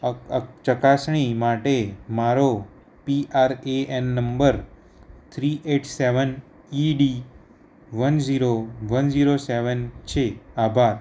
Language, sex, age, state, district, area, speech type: Gujarati, male, 18-30, Gujarat, Kheda, rural, spontaneous